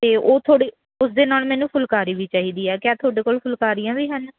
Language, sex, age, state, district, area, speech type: Punjabi, female, 18-30, Punjab, Mohali, urban, conversation